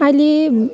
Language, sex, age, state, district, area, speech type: Nepali, female, 18-30, West Bengal, Alipurduar, urban, spontaneous